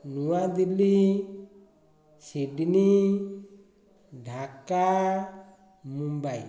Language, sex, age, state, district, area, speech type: Odia, male, 45-60, Odisha, Dhenkanal, rural, spontaneous